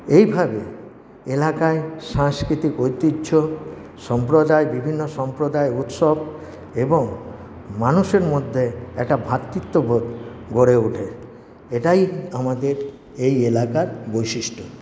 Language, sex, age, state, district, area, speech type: Bengali, male, 60+, West Bengal, Paschim Bardhaman, rural, spontaneous